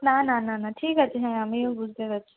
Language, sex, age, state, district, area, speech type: Bengali, female, 60+, West Bengal, Purulia, urban, conversation